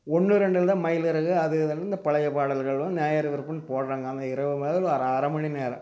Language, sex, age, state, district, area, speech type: Tamil, male, 60+, Tamil Nadu, Coimbatore, rural, spontaneous